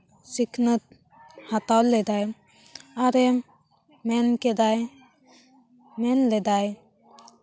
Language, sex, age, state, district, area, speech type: Santali, female, 18-30, West Bengal, Bankura, rural, spontaneous